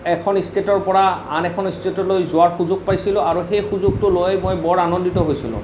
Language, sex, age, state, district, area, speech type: Assamese, male, 18-30, Assam, Nalbari, rural, spontaneous